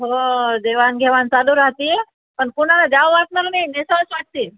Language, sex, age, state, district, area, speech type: Marathi, female, 45-60, Maharashtra, Nanded, urban, conversation